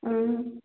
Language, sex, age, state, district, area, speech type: Manipuri, female, 45-60, Manipur, Churachandpur, urban, conversation